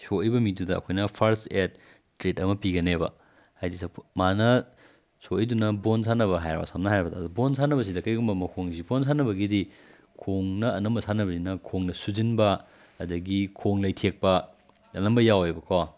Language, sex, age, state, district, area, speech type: Manipuri, male, 18-30, Manipur, Kakching, rural, spontaneous